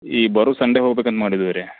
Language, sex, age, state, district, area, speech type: Kannada, male, 30-45, Karnataka, Belgaum, rural, conversation